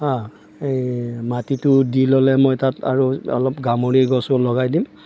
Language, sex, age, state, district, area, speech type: Assamese, male, 45-60, Assam, Darrang, rural, spontaneous